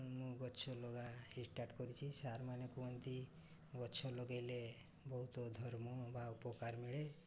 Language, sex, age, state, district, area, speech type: Odia, male, 45-60, Odisha, Mayurbhanj, rural, spontaneous